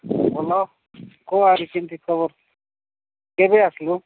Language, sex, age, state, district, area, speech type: Odia, male, 45-60, Odisha, Nabarangpur, rural, conversation